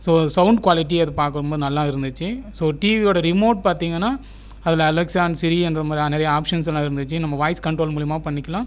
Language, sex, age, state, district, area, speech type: Tamil, male, 30-45, Tamil Nadu, Viluppuram, rural, spontaneous